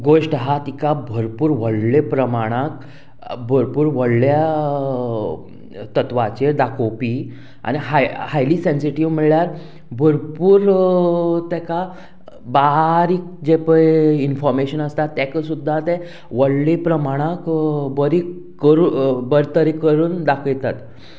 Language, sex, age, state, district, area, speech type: Goan Konkani, male, 30-45, Goa, Canacona, rural, spontaneous